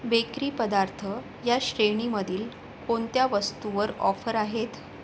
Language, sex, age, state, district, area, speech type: Marathi, female, 45-60, Maharashtra, Yavatmal, urban, read